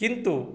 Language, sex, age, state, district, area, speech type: Odia, male, 60+, Odisha, Balangir, urban, spontaneous